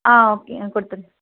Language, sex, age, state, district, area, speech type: Tamil, female, 18-30, Tamil Nadu, Krishnagiri, rural, conversation